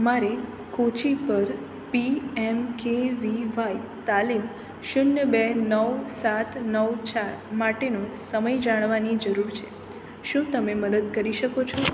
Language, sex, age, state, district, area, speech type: Gujarati, female, 18-30, Gujarat, Surat, urban, read